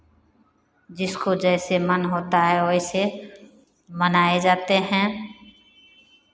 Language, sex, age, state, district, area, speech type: Hindi, female, 45-60, Bihar, Begusarai, rural, spontaneous